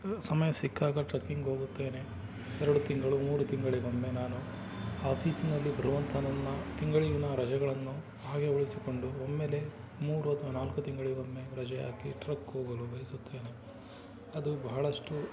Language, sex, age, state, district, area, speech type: Kannada, male, 18-30, Karnataka, Davanagere, urban, spontaneous